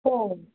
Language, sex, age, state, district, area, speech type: Marathi, female, 45-60, Maharashtra, Mumbai Suburban, urban, conversation